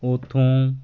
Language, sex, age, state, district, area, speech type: Punjabi, male, 30-45, Punjab, Fatehgarh Sahib, rural, spontaneous